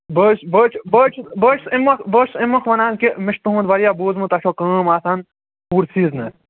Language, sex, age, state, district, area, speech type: Kashmiri, male, 18-30, Jammu and Kashmir, Srinagar, urban, conversation